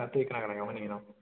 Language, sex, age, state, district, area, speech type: Manipuri, male, 30-45, Manipur, Imphal West, urban, conversation